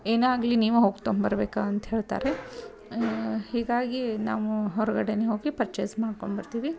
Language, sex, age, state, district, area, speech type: Kannada, female, 30-45, Karnataka, Dharwad, rural, spontaneous